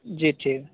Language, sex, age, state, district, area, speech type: Urdu, male, 18-30, Uttar Pradesh, Saharanpur, urban, conversation